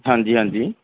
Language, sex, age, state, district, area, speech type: Punjabi, male, 30-45, Punjab, Mansa, urban, conversation